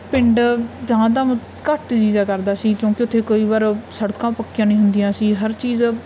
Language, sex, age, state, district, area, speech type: Punjabi, female, 18-30, Punjab, Mansa, rural, spontaneous